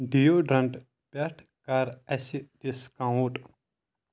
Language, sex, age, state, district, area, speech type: Kashmiri, male, 30-45, Jammu and Kashmir, Kulgam, rural, read